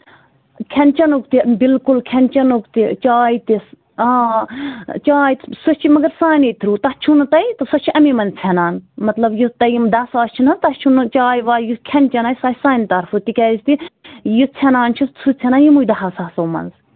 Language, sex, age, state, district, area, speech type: Kashmiri, female, 30-45, Jammu and Kashmir, Bandipora, rural, conversation